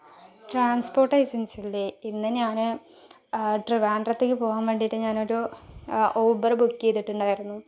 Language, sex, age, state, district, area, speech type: Malayalam, female, 45-60, Kerala, Palakkad, urban, spontaneous